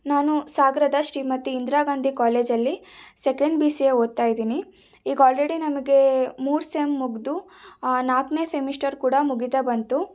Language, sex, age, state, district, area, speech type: Kannada, female, 18-30, Karnataka, Shimoga, rural, spontaneous